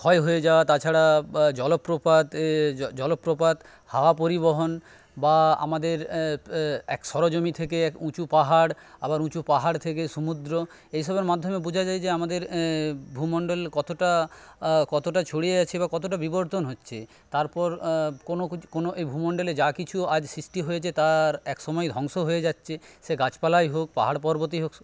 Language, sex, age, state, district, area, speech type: Bengali, male, 30-45, West Bengal, Paschim Medinipur, rural, spontaneous